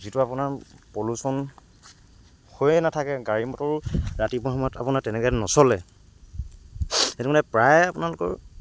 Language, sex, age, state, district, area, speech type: Assamese, male, 18-30, Assam, Lakhimpur, rural, spontaneous